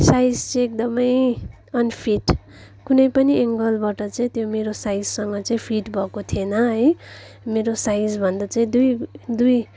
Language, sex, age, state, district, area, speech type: Nepali, female, 30-45, West Bengal, Darjeeling, rural, spontaneous